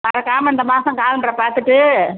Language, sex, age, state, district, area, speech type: Tamil, female, 60+, Tamil Nadu, Perambalur, rural, conversation